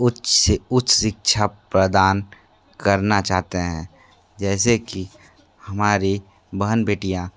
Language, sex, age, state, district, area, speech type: Hindi, male, 18-30, Uttar Pradesh, Sonbhadra, rural, spontaneous